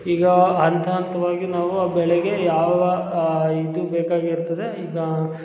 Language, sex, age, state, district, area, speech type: Kannada, male, 18-30, Karnataka, Hassan, rural, spontaneous